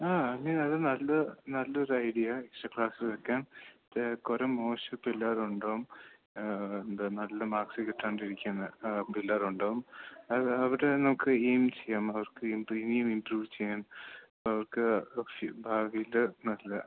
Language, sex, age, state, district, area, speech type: Malayalam, male, 18-30, Kerala, Idukki, rural, conversation